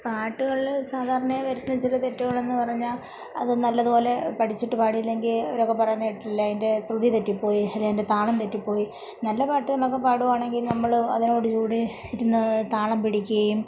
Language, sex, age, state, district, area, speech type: Malayalam, female, 45-60, Kerala, Kollam, rural, spontaneous